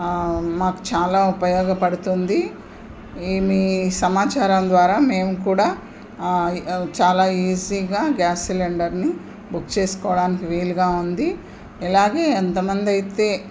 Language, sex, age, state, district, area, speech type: Telugu, female, 60+, Andhra Pradesh, Anantapur, urban, spontaneous